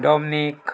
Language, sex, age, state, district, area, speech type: Goan Konkani, male, 45-60, Goa, Murmgao, rural, spontaneous